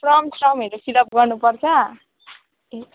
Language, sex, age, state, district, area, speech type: Nepali, female, 18-30, West Bengal, Alipurduar, urban, conversation